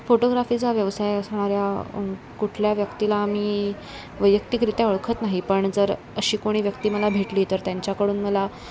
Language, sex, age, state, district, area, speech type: Marathi, female, 18-30, Maharashtra, Ratnagiri, urban, spontaneous